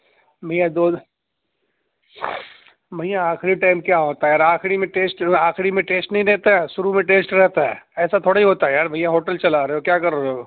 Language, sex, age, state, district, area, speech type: Urdu, male, 30-45, Uttar Pradesh, Gautam Buddha Nagar, urban, conversation